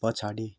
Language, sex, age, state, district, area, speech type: Nepali, male, 18-30, West Bengal, Darjeeling, rural, read